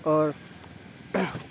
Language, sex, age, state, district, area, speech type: Urdu, male, 30-45, Uttar Pradesh, Aligarh, rural, spontaneous